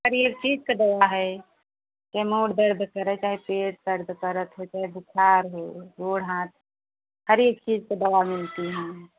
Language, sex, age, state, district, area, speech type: Hindi, female, 45-60, Uttar Pradesh, Prayagraj, rural, conversation